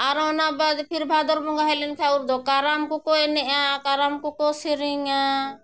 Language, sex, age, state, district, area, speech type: Santali, female, 45-60, Jharkhand, Bokaro, rural, spontaneous